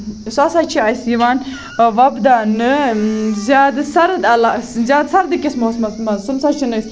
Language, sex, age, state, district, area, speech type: Kashmiri, female, 18-30, Jammu and Kashmir, Baramulla, rural, spontaneous